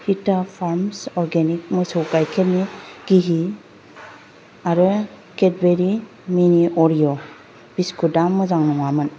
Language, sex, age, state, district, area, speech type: Bodo, female, 30-45, Assam, Kokrajhar, rural, read